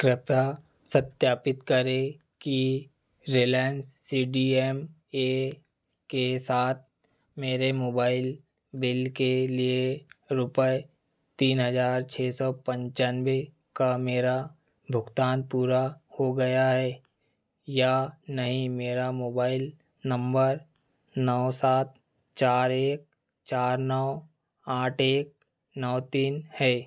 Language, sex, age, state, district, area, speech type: Hindi, male, 30-45, Madhya Pradesh, Seoni, rural, read